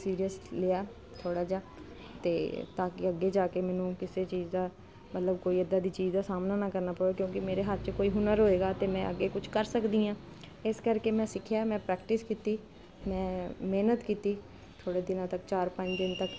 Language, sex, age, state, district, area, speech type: Punjabi, female, 30-45, Punjab, Kapurthala, urban, spontaneous